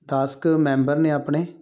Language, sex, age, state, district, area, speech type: Punjabi, male, 30-45, Punjab, Tarn Taran, rural, spontaneous